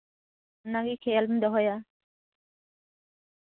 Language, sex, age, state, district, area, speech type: Santali, female, 30-45, West Bengal, Paschim Bardhaman, rural, conversation